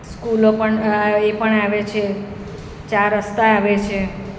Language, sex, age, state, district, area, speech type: Gujarati, female, 45-60, Gujarat, Surat, urban, spontaneous